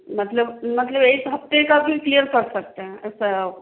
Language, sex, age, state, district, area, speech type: Hindi, female, 30-45, Madhya Pradesh, Seoni, urban, conversation